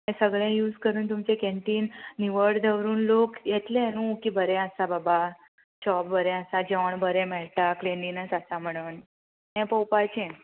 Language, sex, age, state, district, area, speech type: Goan Konkani, female, 18-30, Goa, Salcete, rural, conversation